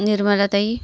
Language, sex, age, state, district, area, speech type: Marathi, female, 45-60, Maharashtra, Washim, rural, spontaneous